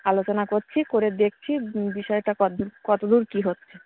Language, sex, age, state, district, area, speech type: Bengali, female, 30-45, West Bengal, Darjeeling, urban, conversation